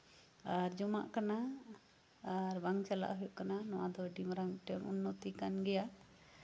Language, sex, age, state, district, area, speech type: Santali, female, 45-60, West Bengal, Birbhum, rural, spontaneous